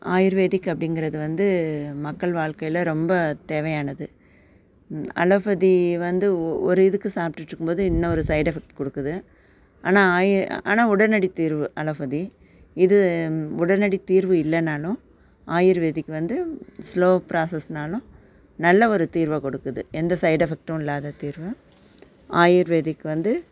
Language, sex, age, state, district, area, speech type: Tamil, female, 45-60, Tamil Nadu, Nagapattinam, urban, spontaneous